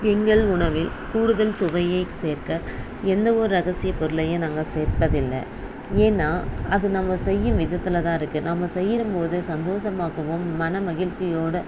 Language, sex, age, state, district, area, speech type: Tamil, female, 30-45, Tamil Nadu, Dharmapuri, rural, spontaneous